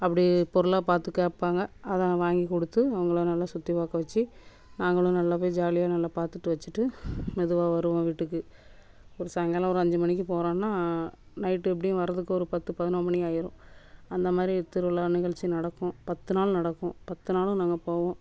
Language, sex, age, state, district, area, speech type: Tamil, female, 30-45, Tamil Nadu, Thoothukudi, urban, spontaneous